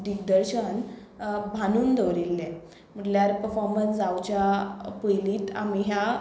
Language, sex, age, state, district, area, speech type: Goan Konkani, female, 18-30, Goa, Tiswadi, rural, spontaneous